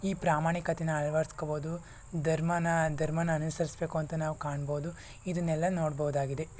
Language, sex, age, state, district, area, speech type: Kannada, male, 18-30, Karnataka, Tumkur, rural, spontaneous